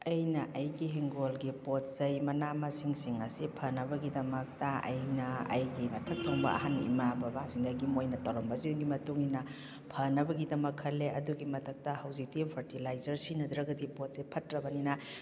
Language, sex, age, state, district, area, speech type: Manipuri, female, 45-60, Manipur, Kakching, rural, spontaneous